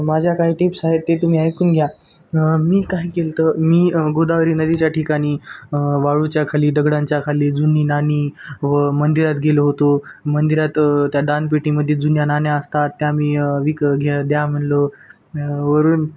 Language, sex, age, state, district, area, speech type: Marathi, male, 18-30, Maharashtra, Nanded, urban, spontaneous